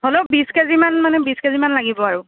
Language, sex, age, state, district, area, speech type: Assamese, female, 18-30, Assam, Lakhimpur, rural, conversation